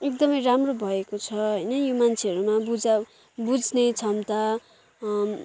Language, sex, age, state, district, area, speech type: Nepali, female, 18-30, West Bengal, Kalimpong, rural, spontaneous